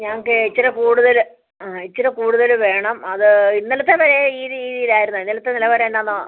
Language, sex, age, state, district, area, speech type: Malayalam, female, 60+, Kerala, Kottayam, rural, conversation